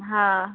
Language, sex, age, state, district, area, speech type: Marathi, female, 30-45, Maharashtra, Yavatmal, rural, conversation